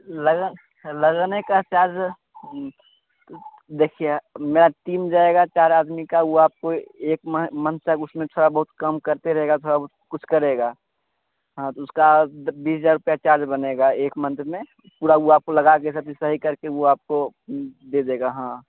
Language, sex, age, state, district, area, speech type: Hindi, male, 18-30, Bihar, Begusarai, rural, conversation